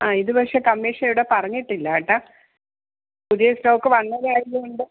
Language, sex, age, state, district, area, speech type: Malayalam, female, 60+, Kerala, Thiruvananthapuram, urban, conversation